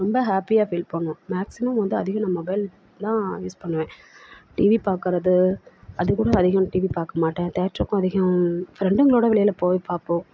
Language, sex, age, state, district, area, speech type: Tamil, female, 45-60, Tamil Nadu, Perambalur, rural, spontaneous